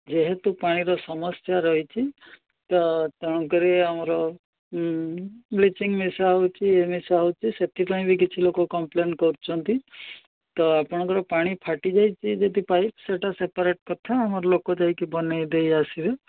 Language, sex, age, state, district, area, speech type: Odia, male, 60+, Odisha, Gajapati, rural, conversation